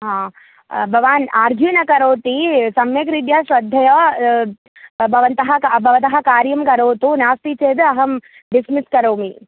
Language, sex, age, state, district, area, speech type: Sanskrit, female, 18-30, Kerala, Thrissur, rural, conversation